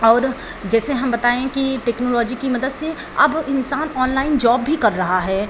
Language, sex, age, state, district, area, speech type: Hindi, female, 18-30, Uttar Pradesh, Pratapgarh, rural, spontaneous